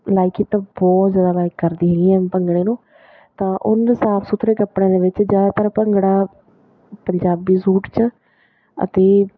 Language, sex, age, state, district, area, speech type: Punjabi, female, 30-45, Punjab, Bathinda, rural, spontaneous